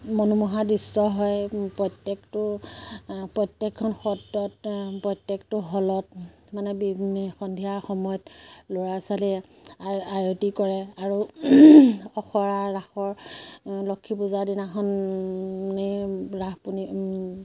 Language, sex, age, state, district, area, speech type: Assamese, female, 30-45, Assam, Majuli, urban, spontaneous